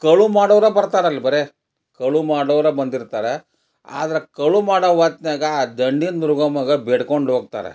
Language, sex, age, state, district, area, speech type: Kannada, male, 60+, Karnataka, Gadag, rural, spontaneous